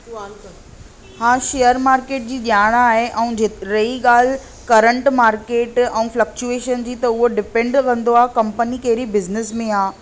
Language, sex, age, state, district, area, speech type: Sindhi, female, 45-60, Maharashtra, Thane, urban, spontaneous